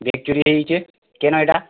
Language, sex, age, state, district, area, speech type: Odia, male, 18-30, Odisha, Bargarh, urban, conversation